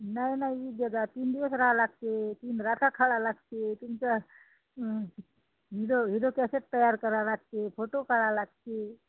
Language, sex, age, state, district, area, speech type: Marathi, female, 30-45, Maharashtra, Washim, rural, conversation